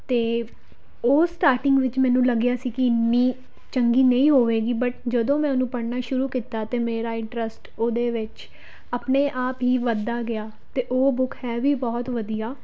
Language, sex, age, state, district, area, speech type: Punjabi, female, 18-30, Punjab, Pathankot, urban, spontaneous